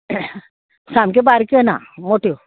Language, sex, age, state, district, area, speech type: Goan Konkani, female, 45-60, Goa, Murmgao, rural, conversation